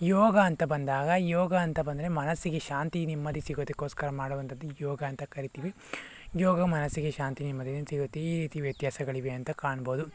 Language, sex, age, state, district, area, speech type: Kannada, male, 60+, Karnataka, Tumkur, rural, spontaneous